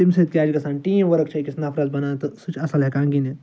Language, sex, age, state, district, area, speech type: Kashmiri, male, 30-45, Jammu and Kashmir, Ganderbal, rural, spontaneous